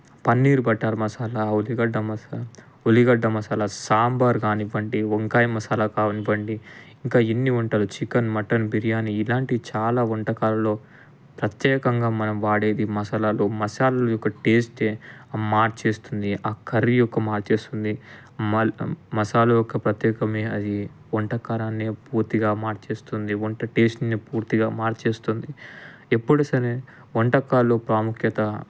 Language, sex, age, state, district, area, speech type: Telugu, male, 18-30, Telangana, Ranga Reddy, urban, spontaneous